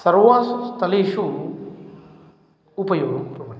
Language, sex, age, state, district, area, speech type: Sanskrit, male, 30-45, Telangana, Ranga Reddy, urban, spontaneous